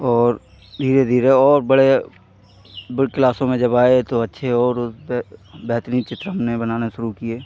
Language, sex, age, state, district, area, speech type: Hindi, male, 45-60, Uttar Pradesh, Hardoi, rural, spontaneous